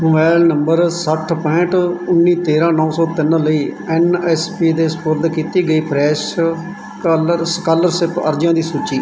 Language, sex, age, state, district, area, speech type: Punjabi, male, 45-60, Punjab, Mansa, rural, read